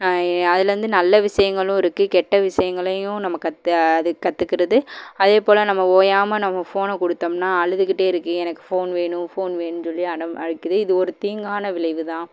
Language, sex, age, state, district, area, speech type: Tamil, female, 18-30, Tamil Nadu, Madurai, urban, spontaneous